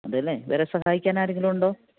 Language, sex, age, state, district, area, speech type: Malayalam, female, 45-60, Kerala, Idukki, rural, conversation